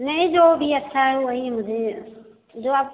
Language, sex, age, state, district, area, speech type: Hindi, female, 30-45, Uttar Pradesh, Bhadohi, rural, conversation